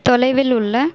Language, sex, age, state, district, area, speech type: Tamil, female, 30-45, Tamil Nadu, Viluppuram, rural, read